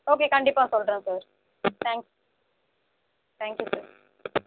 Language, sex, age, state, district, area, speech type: Tamil, female, 45-60, Tamil Nadu, Tiruvarur, rural, conversation